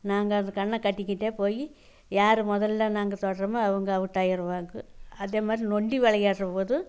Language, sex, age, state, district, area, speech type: Tamil, female, 60+, Tamil Nadu, Coimbatore, rural, spontaneous